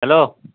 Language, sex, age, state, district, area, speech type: Assamese, male, 18-30, Assam, Darrang, rural, conversation